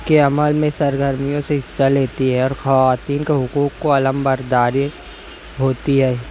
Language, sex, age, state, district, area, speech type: Urdu, male, 30-45, Maharashtra, Nashik, urban, spontaneous